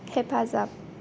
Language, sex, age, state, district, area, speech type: Bodo, female, 18-30, Assam, Kokrajhar, rural, read